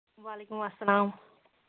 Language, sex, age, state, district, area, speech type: Kashmiri, female, 45-60, Jammu and Kashmir, Kulgam, rural, conversation